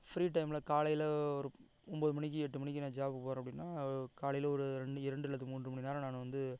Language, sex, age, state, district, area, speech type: Tamil, male, 45-60, Tamil Nadu, Ariyalur, rural, spontaneous